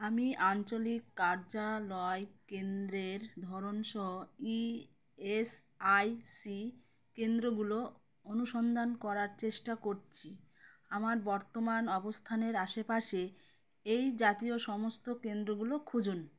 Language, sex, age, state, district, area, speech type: Bengali, female, 30-45, West Bengal, Uttar Dinajpur, urban, read